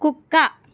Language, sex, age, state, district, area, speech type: Telugu, female, 30-45, Andhra Pradesh, Kakinada, rural, read